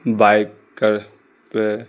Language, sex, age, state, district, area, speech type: Urdu, male, 18-30, Bihar, Darbhanga, rural, spontaneous